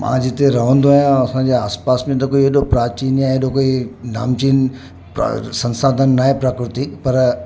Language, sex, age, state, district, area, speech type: Sindhi, male, 45-60, Maharashtra, Mumbai Suburban, urban, spontaneous